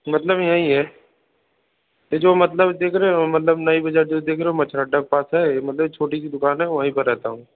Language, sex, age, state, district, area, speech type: Hindi, male, 18-30, Uttar Pradesh, Bhadohi, urban, conversation